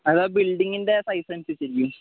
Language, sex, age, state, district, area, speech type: Malayalam, male, 18-30, Kerala, Wayanad, rural, conversation